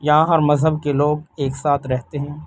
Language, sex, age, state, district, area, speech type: Urdu, male, 18-30, Delhi, Central Delhi, urban, spontaneous